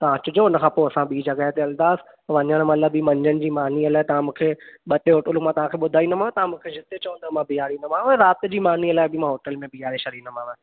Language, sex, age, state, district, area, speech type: Sindhi, male, 18-30, Maharashtra, Thane, urban, conversation